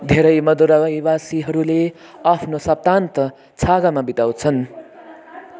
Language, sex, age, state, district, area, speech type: Nepali, male, 18-30, West Bengal, Kalimpong, rural, read